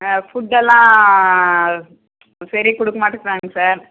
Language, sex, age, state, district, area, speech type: Tamil, female, 45-60, Tamil Nadu, Krishnagiri, rural, conversation